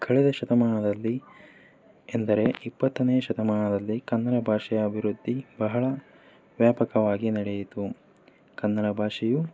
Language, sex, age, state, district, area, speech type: Kannada, male, 18-30, Karnataka, Davanagere, urban, spontaneous